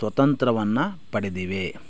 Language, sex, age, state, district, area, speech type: Kannada, male, 30-45, Karnataka, Chikkaballapur, rural, spontaneous